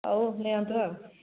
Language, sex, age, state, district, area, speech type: Odia, female, 45-60, Odisha, Angul, rural, conversation